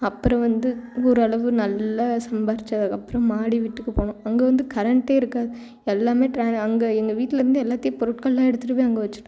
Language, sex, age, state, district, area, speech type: Tamil, female, 18-30, Tamil Nadu, Thoothukudi, rural, spontaneous